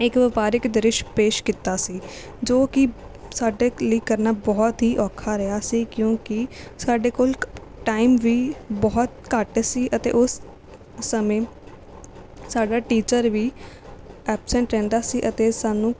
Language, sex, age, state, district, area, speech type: Punjabi, female, 18-30, Punjab, Rupnagar, rural, spontaneous